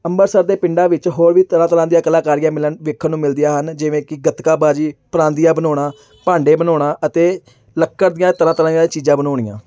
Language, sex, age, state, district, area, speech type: Punjabi, male, 18-30, Punjab, Amritsar, urban, spontaneous